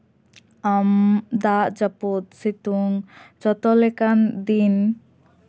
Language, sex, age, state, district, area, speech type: Santali, female, 18-30, West Bengal, Purba Bardhaman, rural, spontaneous